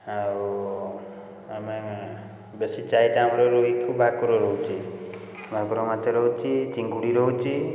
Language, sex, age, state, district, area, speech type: Odia, male, 30-45, Odisha, Puri, urban, spontaneous